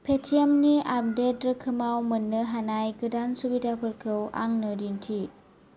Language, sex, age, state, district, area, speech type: Bodo, female, 18-30, Assam, Kokrajhar, urban, read